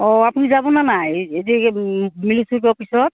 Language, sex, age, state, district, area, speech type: Assamese, female, 45-60, Assam, Goalpara, rural, conversation